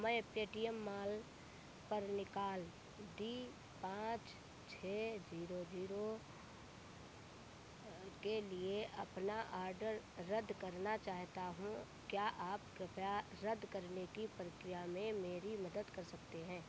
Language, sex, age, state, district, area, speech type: Hindi, female, 60+, Uttar Pradesh, Sitapur, rural, read